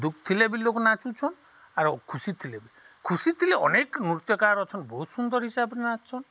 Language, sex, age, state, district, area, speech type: Odia, male, 45-60, Odisha, Nuapada, rural, spontaneous